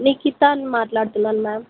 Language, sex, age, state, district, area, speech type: Telugu, female, 18-30, Telangana, Nalgonda, rural, conversation